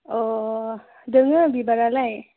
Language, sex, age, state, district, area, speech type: Bodo, female, 18-30, Assam, Udalguri, urban, conversation